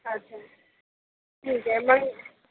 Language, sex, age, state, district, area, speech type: Marathi, female, 18-30, Maharashtra, Mumbai Suburban, urban, conversation